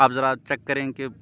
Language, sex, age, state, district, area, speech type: Urdu, male, 18-30, Jammu and Kashmir, Srinagar, rural, spontaneous